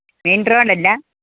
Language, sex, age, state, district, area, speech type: Malayalam, female, 45-60, Kerala, Pathanamthitta, rural, conversation